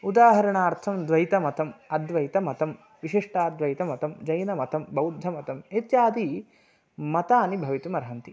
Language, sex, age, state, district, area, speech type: Sanskrit, male, 18-30, Karnataka, Chikkamagaluru, urban, spontaneous